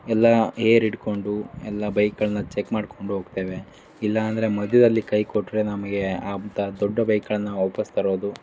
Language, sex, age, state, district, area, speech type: Kannada, male, 45-60, Karnataka, Davanagere, rural, spontaneous